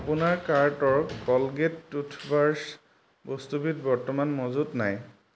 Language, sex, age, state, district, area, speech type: Assamese, male, 30-45, Assam, Majuli, urban, read